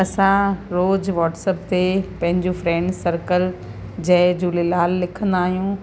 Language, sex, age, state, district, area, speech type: Sindhi, female, 45-60, Gujarat, Kutch, rural, spontaneous